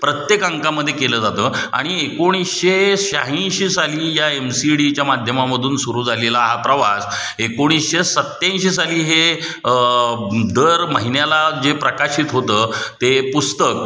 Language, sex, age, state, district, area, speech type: Marathi, male, 45-60, Maharashtra, Satara, urban, spontaneous